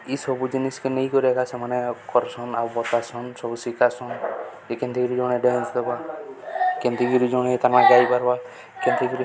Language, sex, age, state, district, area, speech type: Odia, male, 18-30, Odisha, Balangir, urban, spontaneous